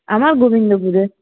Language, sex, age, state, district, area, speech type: Bengali, female, 18-30, West Bengal, Paschim Medinipur, rural, conversation